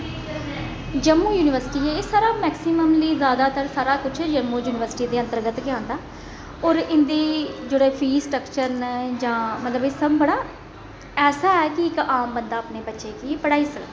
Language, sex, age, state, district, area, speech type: Dogri, female, 30-45, Jammu and Kashmir, Jammu, urban, spontaneous